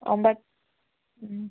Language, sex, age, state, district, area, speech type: Kannada, female, 18-30, Karnataka, Chamarajanagar, rural, conversation